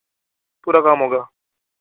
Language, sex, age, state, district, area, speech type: Hindi, male, 18-30, Rajasthan, Nagaur, urban, conversation